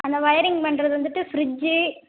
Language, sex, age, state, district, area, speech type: Tamil, female, 18-30, Tamil Nadu, Theni, rural, conversation